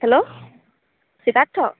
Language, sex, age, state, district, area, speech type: Assamese, female, 18-30, Assam, Charaideo, rural, conversation